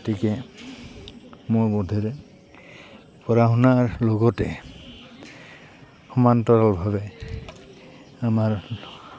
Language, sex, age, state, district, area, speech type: Assamese, male, 45-60, Assam, Goalpara, urban, spontaneous